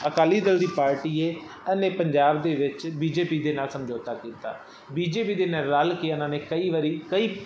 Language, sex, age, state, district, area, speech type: Punjabi, male, 30-45, Punjab, Fazilka, urban, spontaneous